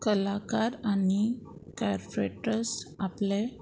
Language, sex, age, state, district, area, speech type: Goan Konkani, female, 30-45, Goa, Murmgao, rural, spontaneous